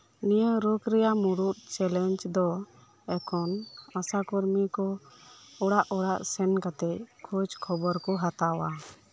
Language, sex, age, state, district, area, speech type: Santali, female, 30-45, West Bengal, Birbhum, rural, spontaneous